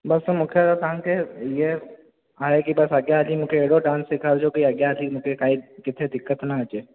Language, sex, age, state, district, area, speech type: Sindhi, male, 18-30, Rajasthan, Ajmer, urban, conversation